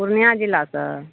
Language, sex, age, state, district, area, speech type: Maithili, female, 45-60, Bihar, Madhepura, rural, conversation